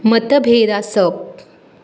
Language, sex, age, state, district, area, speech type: Goan Konkani, female, 18-30, Goa, Tiswadi, rural, read